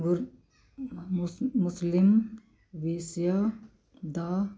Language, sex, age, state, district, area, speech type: Punjabi, female, 45-60, Punjab, Muktsar, urban, read